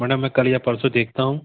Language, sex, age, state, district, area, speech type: Hindi, male, 30-45, Madhya Pradesh, Katni, urban, conversation